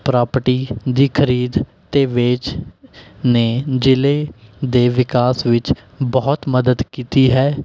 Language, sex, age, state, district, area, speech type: Punjabi, male, 18-30, Punjab, Mohali, urban, spontaneous